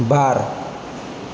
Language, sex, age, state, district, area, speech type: Bodo, male, 18-30, Assam, Chirang, urban, read